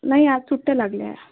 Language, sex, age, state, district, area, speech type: Marathi, female, 30-45, Maharashtra, Yavatmal, rural, conversation